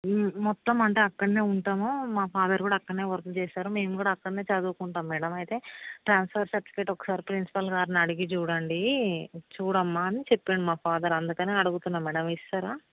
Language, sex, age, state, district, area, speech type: Telugu, female, 45-60, Telangana, Hyderabad, urban, conversation